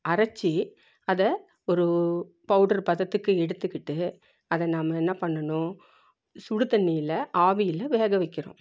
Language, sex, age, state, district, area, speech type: Tamil, female, 45-60, Tamil Nadu, Salem, rural, spontaneous